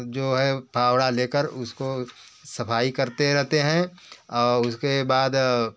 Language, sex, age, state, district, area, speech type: Hindi, male, 45-60, Uttar Pradesh, Varanasi, urban, spontaneous